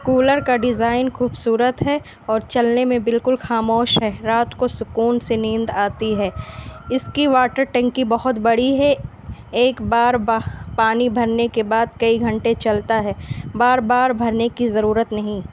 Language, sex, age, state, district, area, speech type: Urdu, female, 18-30, Uttar Pradesh, Balrampur, rural, spontaneous